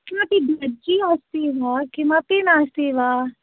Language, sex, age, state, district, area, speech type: Sanskrit, female, 18-30, Karnataka, Shimoga, urban, conversation